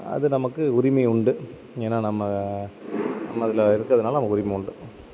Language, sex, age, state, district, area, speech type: Tamil, male, 30-45, Tamil Nadu, Thanjavur, rural, spontaneous